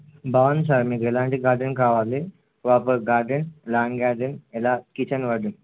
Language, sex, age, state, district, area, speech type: Telugu, male, 18-30, Telangana, Warangal, rural, conversation